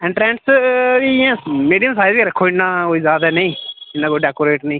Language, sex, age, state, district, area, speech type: Dogri, male, 18-30, Jammu and Kashmir, Udhampur, urban, conversation